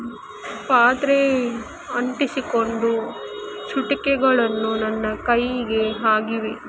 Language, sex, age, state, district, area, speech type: Kannada, female, 60+, Karnataka, Kolar, rural, spontaneous